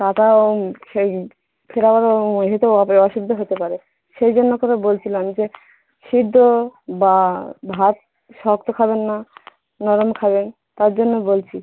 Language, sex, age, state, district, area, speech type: Bengali, female, 18-30, West Bengal, Dakshin Dinajpur, urban, conversation